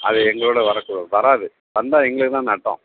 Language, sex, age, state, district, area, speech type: Tamil, male, 45-60, Tamil Nadu, Perambalur, urban, conversation